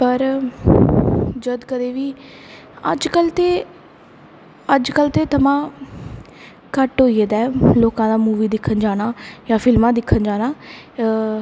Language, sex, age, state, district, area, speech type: Dogri, female, 18-30, Jammu and Kashmir, Kathua, rural, spontaneous